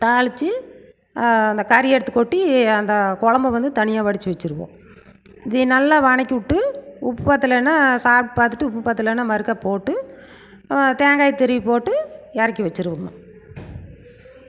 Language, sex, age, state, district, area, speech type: Tamil, female, 45-60, Tamil Nadu, Erode, rural, spontaneous